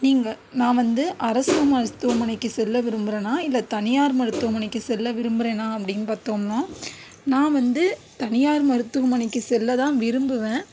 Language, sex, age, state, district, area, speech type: Tamil, female, 30-45, Tamil Nadu, Tiruvarur, rural, spontaneous